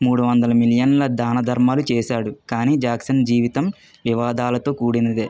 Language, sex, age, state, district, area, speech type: Telugu, male, 45-60, Andhra Pradesh, Kakinada, urban, spontaneous